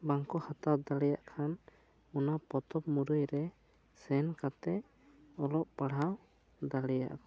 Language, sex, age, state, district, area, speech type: Santali, male, 18-30, West Bengal, Bankura, rural, spontaneous